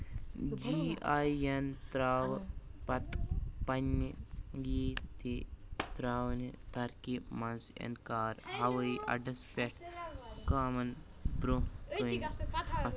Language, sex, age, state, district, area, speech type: Kashmiri, male, 18-30, Jammu and Kashmir, Kupwara, rural, read